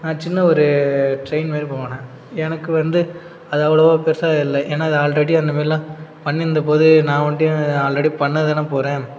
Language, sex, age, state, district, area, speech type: Tamil, male, 30-45, Tamil Nadu, Cuddalore, rural, spontaneous